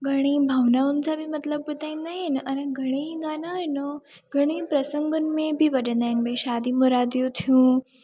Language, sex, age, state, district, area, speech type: Sindhi, female, 18-30, Gujarat, Surat, urban, spontaneous